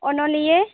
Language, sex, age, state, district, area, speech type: Santali, female, 18-30, West Bengal, Jhargram, rural, conversation